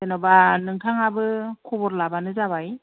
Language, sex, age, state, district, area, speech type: Bodo, female, 45-60, Assam, Kokrajhar, rural, conversation